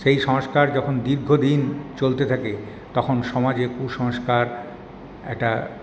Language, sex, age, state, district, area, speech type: Bengali, male, 60+, West Bengal, Paschim Bardhaman, urban, spontaneous